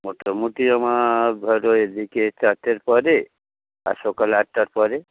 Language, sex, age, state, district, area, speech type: Bengali, male, 60+, West Bengal, Hooghly, rural, conversation